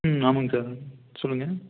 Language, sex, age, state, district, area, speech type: Tamil, male, 18-30, Tamil Nadu, Erode, rural, conversation